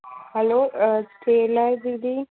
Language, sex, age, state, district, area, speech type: Hindi, female, 18-30, Madhya Pradesh, Bhopal, urban, conversation